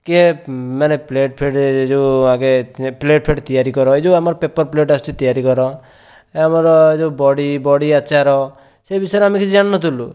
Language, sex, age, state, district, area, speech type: Odia, male, 18-30, Odisha, Dhenkanal, rural, spontaneous